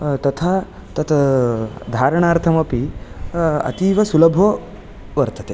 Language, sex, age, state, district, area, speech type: Sanskrit, male, 18-30, Karnataka, Raichur, urban, spontaneous